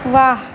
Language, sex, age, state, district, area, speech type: Maithili, female, 18-30, Bihar, Saharsa, rural, read